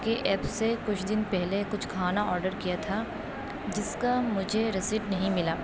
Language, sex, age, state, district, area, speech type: Urdu, female, 18-30, Uttar Pradesh, Aligarh, urban, spontaneous